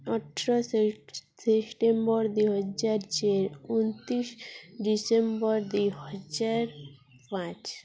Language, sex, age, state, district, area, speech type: Odia, female, 18-30, Odisha, Nuapada, urban, spontaneous